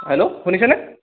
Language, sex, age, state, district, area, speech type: Assamese, male, 18-30, Assam, Sonitpur, rural, conversation